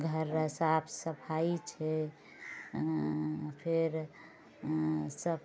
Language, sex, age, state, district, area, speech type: Maithili, female, 45-60, Bihar, Purnia, rural, spontaneous